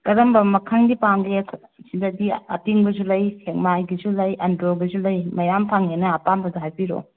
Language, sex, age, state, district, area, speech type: Manipuri, female, 60+, Manipur, Kangpokpi, urban, conversation